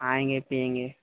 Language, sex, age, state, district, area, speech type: Urdu, male, 18-30, Bihar, Gaya, rural, conversation